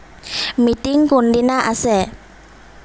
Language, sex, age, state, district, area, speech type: Assamese, female, 18-30, Assam, Lakhimpur, rural, read